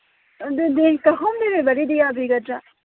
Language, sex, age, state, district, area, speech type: Manipuri, female, 30-45, Manipur, Kangpokpi, urban, conversation